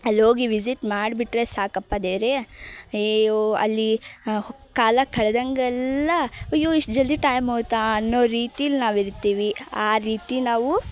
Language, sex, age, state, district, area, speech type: Kannada, female, 18-30, Karnataka, Dharwad, urban, spontaneous